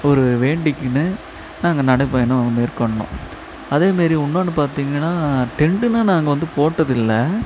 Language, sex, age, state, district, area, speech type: Tamil, male, 18-30, Tamil Nadu, Tiruvannamalai, urban, spontaneous